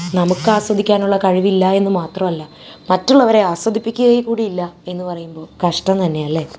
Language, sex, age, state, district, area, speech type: Malayalam, female, 30-45, Kerala, Thrissur, urban, spontaneous